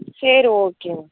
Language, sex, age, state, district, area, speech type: Tamil, female, 18-30, Tamil Nadu, Thanjavur, rural, conversation